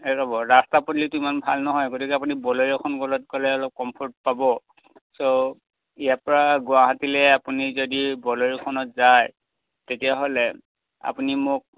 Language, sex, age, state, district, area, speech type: Assamese, male, 45-60, Assam, Dhemaji, rural, conversation